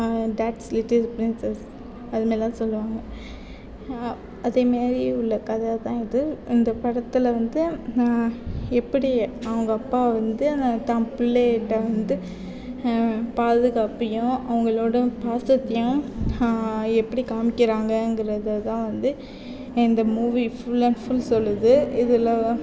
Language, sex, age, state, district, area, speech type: Tamil, female, 18-30, Tamil Nadu, Mayiladuthurai, rural, spontaneous